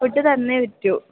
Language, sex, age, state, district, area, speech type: Malayalam, female, 18-30, Kerala, Idukki, rural, conversation